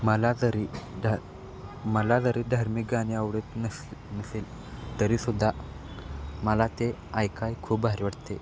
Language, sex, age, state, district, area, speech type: Marathi, male, 18-30, Maharashtra, Sangli, urban, spontaneous